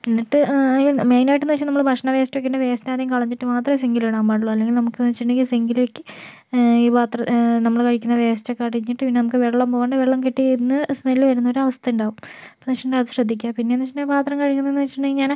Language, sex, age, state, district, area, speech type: Malayalam, female, 45-60, Kerala, Kozhikode, urban, spontaneous